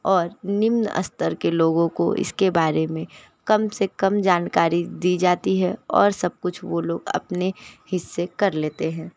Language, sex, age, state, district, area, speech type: Hindi, female, 30-45, Uttar Pradesh, Sonbhadra, rural, spontaneous